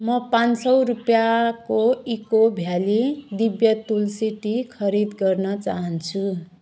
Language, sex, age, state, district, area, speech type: Nepali, female, 30-45, West Bengal, Jalpaiguri, rural, read